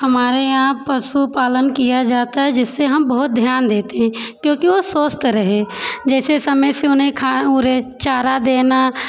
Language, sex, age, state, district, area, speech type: Hindi, female, 30-45, Uttar Pradesh, Prayagraj, urban, spontaneous